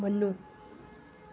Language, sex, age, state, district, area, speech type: Sindhi, female, 60+, Delhi, South Delhi, rural, read